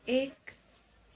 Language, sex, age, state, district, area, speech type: Nepali, female, 18-30, West Bengal, Darjeeling, rural, read